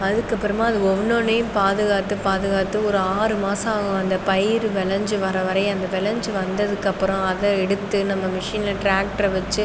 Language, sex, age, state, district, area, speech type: Tamil, female, 30-45, Tamil Nadu, Pudukkottai, rural, spontaneous